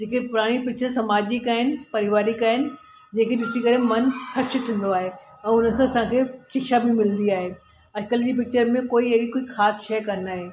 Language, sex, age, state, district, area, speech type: Sindhi, female, 60+, Delhi, South Delhi, urban, spontaneous